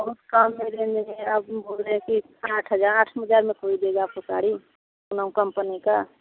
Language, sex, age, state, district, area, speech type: Hindi, female, 30-45, Uttar Pradesh, Mirzapur, rural, conversation